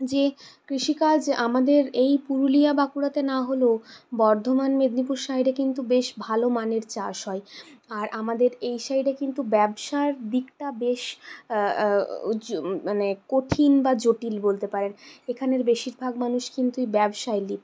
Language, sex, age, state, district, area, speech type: Bengali, female, 60+, West Bengal, Purulia, urban, spontaneous